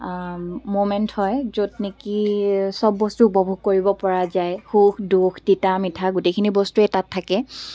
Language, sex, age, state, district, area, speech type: Assamese, female, 18-30, Assam, Dibrugarh, rural, spontaneous